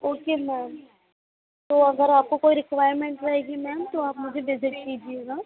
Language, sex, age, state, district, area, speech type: Hindi, female, 18-30, Madhya Pradesh, Chhindwara, urban, conversation